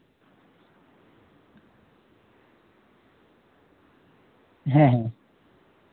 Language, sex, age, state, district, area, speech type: Santali, male, 18-30, West Bengal, Uttar Dinajpur, rural, conversation